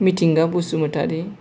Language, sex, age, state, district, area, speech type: Bodo, male, 30-45, Assam, Kokrajhar, rural, spontaneous